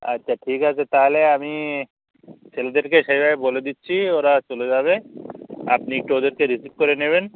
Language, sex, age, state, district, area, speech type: Bengali, male, 45-60, West Bengal, Bankura, urban, conversation